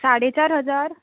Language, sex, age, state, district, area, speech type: Goan Konkani, female, 18-30, Goa, Bardez, urban, conversation